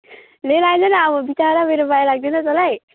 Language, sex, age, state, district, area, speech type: Nepali, female, 18-30, West Bengal, Kalimpong, rural, conversation